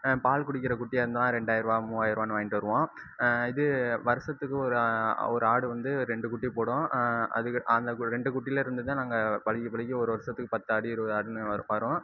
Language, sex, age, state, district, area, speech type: Tamil, male, 18-30, Tamil Nadu, Sivaganga, rural, spontaneous